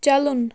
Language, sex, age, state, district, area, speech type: Kashmiri, female, 30-45, Jammu and Kashmir, Bandipora, rural, read